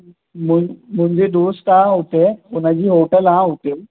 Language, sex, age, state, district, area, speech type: Sindhi, male, 18-30, Maharashtra, Mumbai Suburban, urban, conversation